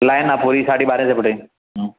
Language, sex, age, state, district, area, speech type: Sindhi, male, 45-60, Madhya Pradesh, Katni, rural, conversation